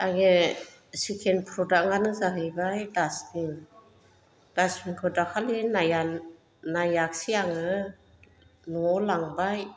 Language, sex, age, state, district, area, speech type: Bodo, female, 45-60, Assam, Chirang, rural, spontaneous